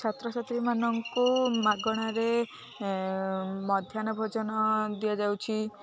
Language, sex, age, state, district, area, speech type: Odia, female, 18-30, Odisha, Jagatsinghpur, urban, spontaneous